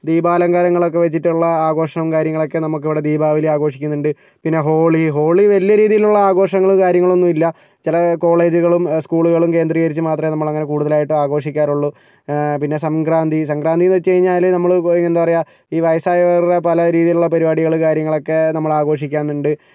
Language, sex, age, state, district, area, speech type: Malayalam, male, 45-60, Kerala, Kozhikode, urban, spontaneous